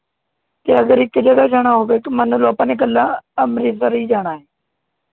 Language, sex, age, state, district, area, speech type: Punjabi, male, 18-30, Punjab, Mohali, rural, conversation